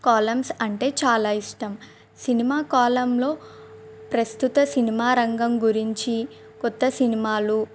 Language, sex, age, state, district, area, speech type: Telugu, female, 18-30, Telangana, Adilabad, rural, spontaneous